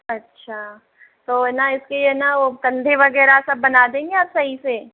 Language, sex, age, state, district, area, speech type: Hindi, female, 60+, Rajasthan, Jaipur, urban, conversation